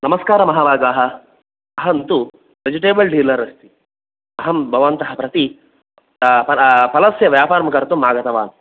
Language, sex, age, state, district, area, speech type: Sanskrit, male, 18-30, Karnataka, Dakshina Kannada, rural, conversation